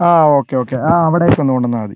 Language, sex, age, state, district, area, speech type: Malayalam, male, 30-45, Kerala, Wayanad, rural, spontaneous